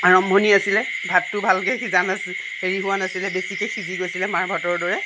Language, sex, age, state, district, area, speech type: Assamese, female, 45-60, Assam, Nagaon, rural, spontaneous